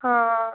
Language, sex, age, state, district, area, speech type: Odia, female, 45-60, Odisha, Puri, urban, conversation